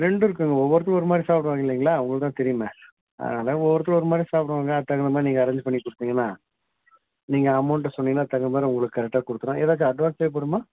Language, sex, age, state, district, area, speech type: Tamil, male, 60+, Tamil Nadu, Nilgiris, rural, conversation